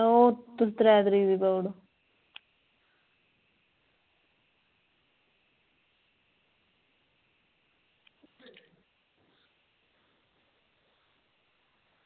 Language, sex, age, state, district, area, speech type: Dogri, female, 30-45, Jammu and Kashmir, Udhampur, rural, conversation